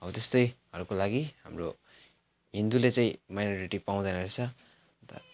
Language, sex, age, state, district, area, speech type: Nepali, male, 18-30, West Bengal, Jalpaiguri, urban, spontaneous